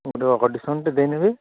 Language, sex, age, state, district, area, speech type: Odia, male, 45-60, Odisha, Nuapada, urban, conversation